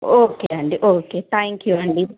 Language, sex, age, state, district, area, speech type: Telugu, female, 30-45, Telangana, Medchal, rural, conversation